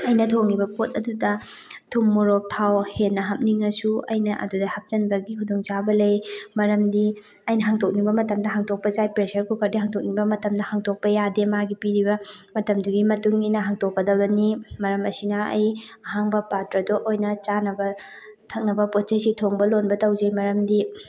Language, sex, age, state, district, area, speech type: Manipuri, female, 30-45, Manipur, Thoubal, rural, spontaneous